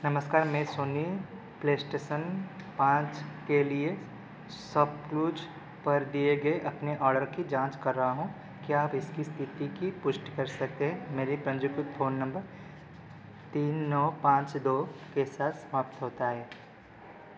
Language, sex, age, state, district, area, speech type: Hindi, male, 18-30, Madhya Pradesh, Seoni, urban, read